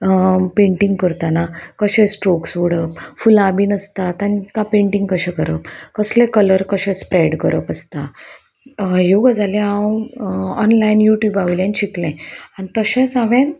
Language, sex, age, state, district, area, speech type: Goan Konkani, female, 30-45, Goa, Salcete, rural, spontaneous